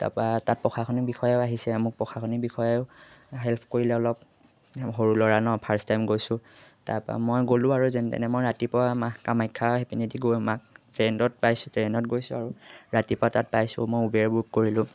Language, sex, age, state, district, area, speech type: Assamese, male, 18-30, Assam, Majuli, urban, spontaneous